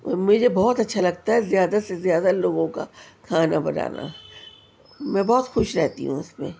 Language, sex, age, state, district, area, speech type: Urdu, female, 30-45, Delhi, Central Delhi, urban, spontaneous